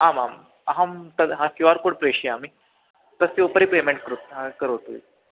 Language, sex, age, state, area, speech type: Sanskrit, male, 18-30, Chhattisgarh, urban, conversation